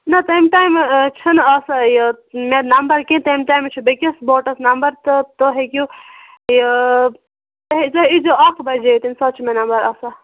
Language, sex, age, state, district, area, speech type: Kashmiri, female, 18-30, Jammu and Kashmir, Bandipora, rural, conversation